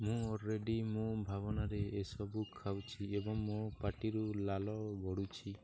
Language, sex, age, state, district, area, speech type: Odia, male, 18-30, Odisha, Nuapada, urban, read